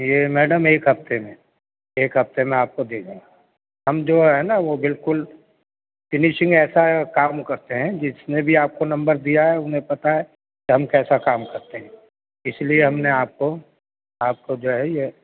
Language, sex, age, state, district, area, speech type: Urdu, male, 60+, Delhi, Central Delhi, urban, conversation